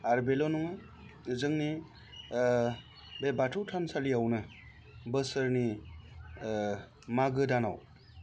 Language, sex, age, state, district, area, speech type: Bodo, male, 30-45, Assam, Baksa, urban, spontaneous